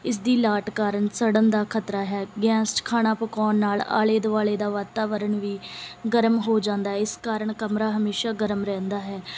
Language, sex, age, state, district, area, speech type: Punjabi, female, 18-30, Punjab, Bathinda, rural, spontaneous